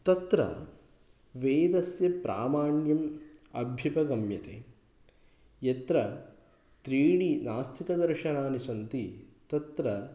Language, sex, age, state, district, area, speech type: Sanskrit, male, 30-45, Karnataka, Kolar, rural, spontaneous